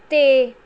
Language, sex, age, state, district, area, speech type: Punjabi, female, 18-30, Punjab, Pathankot, urban, read